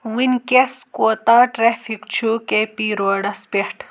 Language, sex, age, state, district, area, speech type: Kashmiri, female, 18-30, Jammu and Kashmir, Budgam, rural, read